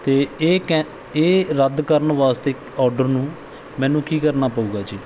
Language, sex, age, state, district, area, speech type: Punjabi, male, 30-45, Punjab, Bathinda, rural, spontaneous